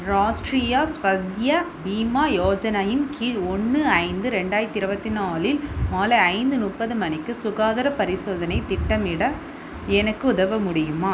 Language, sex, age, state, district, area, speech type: Tamil, female, 30-45, Tamil Nadu, Vellore, urban, read